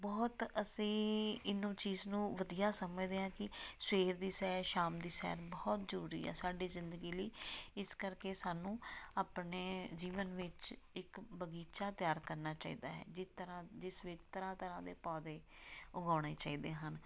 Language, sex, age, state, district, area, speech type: Punjabi, female, 45-60, Punjab, Tarn Taran, rural, spontaneous